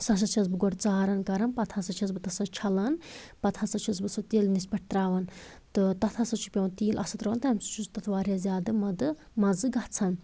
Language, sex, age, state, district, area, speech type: Kashmiri, female, 30-45, Jammu and Kashmir, Anantnag, rural, spontaneous